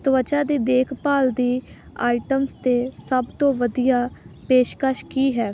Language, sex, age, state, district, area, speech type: Punjabi, female, 18-30, Punjab, Amritsar, urban, read